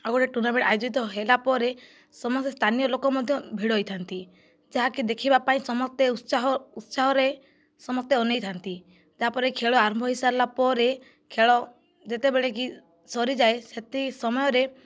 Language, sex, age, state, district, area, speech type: Odia, female, 45-60, Odisha, Kandhamal, rural, spontaneous